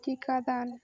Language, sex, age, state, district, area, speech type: Bengali, female, 18-30, West Bengal, Uttar Dinajpur, urban, read